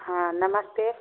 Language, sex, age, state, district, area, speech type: Maithili, female, 30-45, Bihar, Samastipur, urban, conversation